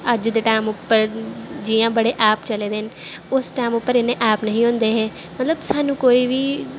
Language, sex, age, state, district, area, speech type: Dogri, female, 18-30, Jammu and Kashmir, Jammu, urban, spontaneous